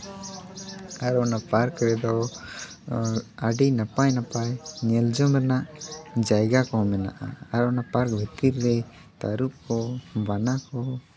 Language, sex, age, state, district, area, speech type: Santali, male, 18-30, Jharkhand, Seraikela Kharsawan, rural, spontaneous